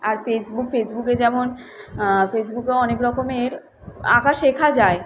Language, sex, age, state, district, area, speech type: Bengali, female, 18-30, West Bengal, Kolkata, urban, spontaneous